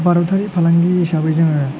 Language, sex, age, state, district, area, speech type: Bodo, male, 30-45, Assam, Chirang, rural, spontaneous